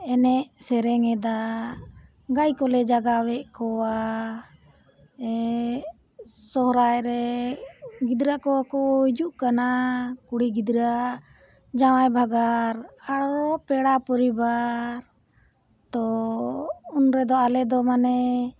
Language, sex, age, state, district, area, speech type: Santali, female, 60+, Jharkhand, Bokaro, rural, spontaneous